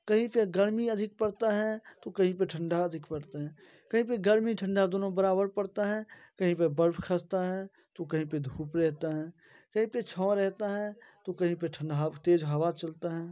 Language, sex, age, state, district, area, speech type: Hindi, male, 18-30, Bihar, Darbhanga, rural, spontaneous